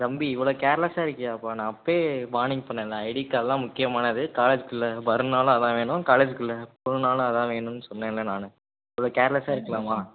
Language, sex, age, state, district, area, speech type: Tamil, male, 18-30, Tamil Nadu, Tiruchirappalli, rural, conversation